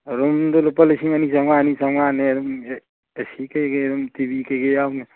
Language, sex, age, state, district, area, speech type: Manipuri, male, 30-45, Manipur, Churachandpur, rural, conversation